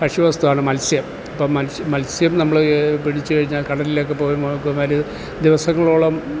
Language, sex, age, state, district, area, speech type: Malayalam, male, 60+, Kerala, Kottayam, urban, spontaneous